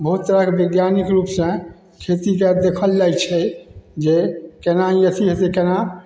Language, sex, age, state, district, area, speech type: Maithili, male, 60+, Bihar, Samastipur, rural, spontaneous